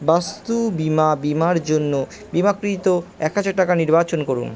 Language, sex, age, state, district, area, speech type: Bengali, female, 30-45, West Bengal, Purba Bardhaman, urban, read